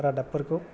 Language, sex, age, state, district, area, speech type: Bodo, male, 18-30, Assam, Kokrajhar, rural, spontaneous